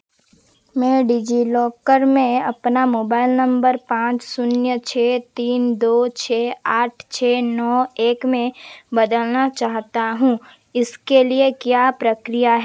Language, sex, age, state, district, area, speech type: Hindi, female, 18-30, Madhya Pradesh, Seoni, urban, read